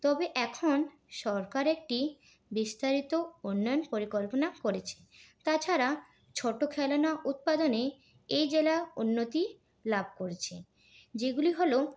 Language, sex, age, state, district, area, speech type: Bengali, female, 18-30, West Bengal, Purulia, urban, spontaneous